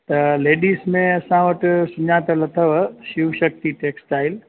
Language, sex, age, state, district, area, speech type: Sindhi, male, 30-45, Gujarat, Junagadh, rural, conversation